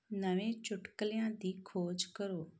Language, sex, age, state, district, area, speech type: Punjabi, female, 30-45, Punjab, Tarn Taran, rural, read